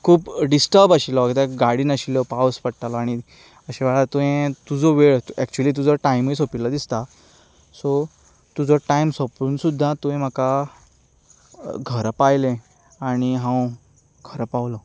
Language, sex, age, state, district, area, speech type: Goan Konkani, male, 30-45, Goa, Canacona, rural, spontaneous